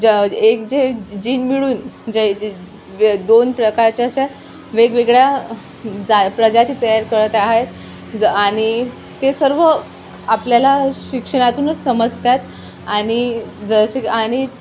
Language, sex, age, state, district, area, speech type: Marathi, female, 18-30, Maharashtra, Amravati, rural, spontaneous